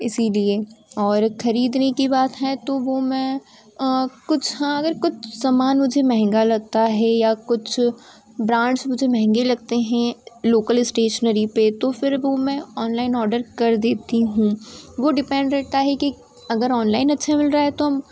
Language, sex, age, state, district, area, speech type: Hindi, female, 18-30, Madhya Pradesh, Ujjain, urban, spontaneous